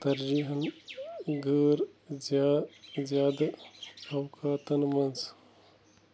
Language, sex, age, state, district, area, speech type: Kashmiri, male, 18-30, Jammu and Kashmir, Bandipora, rural, read